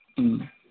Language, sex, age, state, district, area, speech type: Manipuri, male, 60+, Manipur, Imphal East, rural, conversation